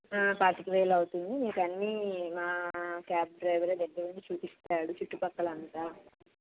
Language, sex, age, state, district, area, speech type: Telugu, female, 30-45, Andhra Pradesh, N T Rama Rao, urban, conversation